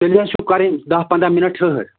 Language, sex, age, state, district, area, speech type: Kashmiri, male, 45-60, Jammu and Kashmir, Ganderbal, rural, conversation